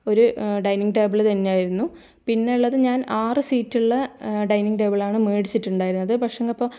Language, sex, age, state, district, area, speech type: Malayalam, female, 18-30, Kerala, Kannur, rural, spontaneous